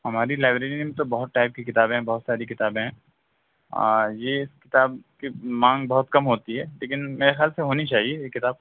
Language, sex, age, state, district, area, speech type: Urdu, male, 18-30, Delhi, South Delhi, urban, conversation